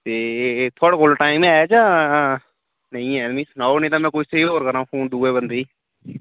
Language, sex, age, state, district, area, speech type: Dogri, male, 18-30, Jammu and Kashmir, Udhampur, urban, conversation